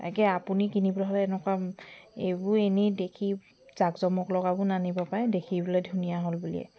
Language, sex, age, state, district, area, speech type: Assamese, female, 30-45, Assam, Sivasagar, rural, spontaneous